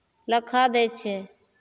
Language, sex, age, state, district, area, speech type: Maithili, female, 45-60, Bihar, Begusarai, rural, spontaneous